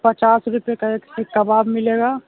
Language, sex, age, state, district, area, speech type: Urdu, male, 18-30, Uttar Pradesh, Gautam Buddha Nagar, urban, conversation